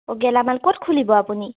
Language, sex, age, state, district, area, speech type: Assamese, female, 18-30, Assam, Majuli, urban, conversation